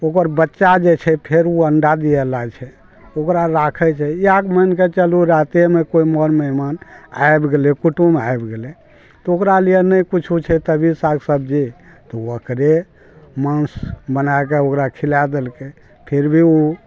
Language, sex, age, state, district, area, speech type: Maithili, male, 60+, Bihar, Araria, rural, spontaneous